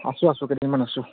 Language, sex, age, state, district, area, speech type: Assamese, male, 30-45, Assam, Morigaon, rural, conversation